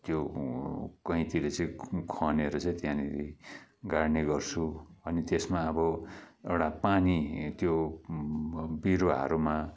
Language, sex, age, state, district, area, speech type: Nepali, male, 45-60, West Bengal, Kalimpong, rural, spontaneous